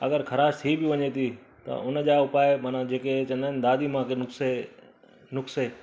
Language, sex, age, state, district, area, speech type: Sindhi, male, 45-60, Gujarat, Surat, urban, spontaneous